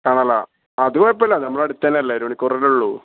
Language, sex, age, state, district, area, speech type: Malayalam, male, 45-60, Kerala, Malappuram, rural, conversation